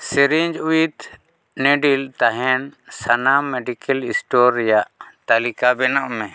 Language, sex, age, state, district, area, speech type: Santali, male, 45-60, Jharkhand, East Singhbhum, rural, read